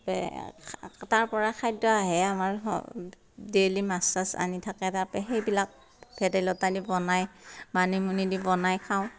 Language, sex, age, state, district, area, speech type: Assamese, female, 60+, Assam, Darrang, rural, spontaneous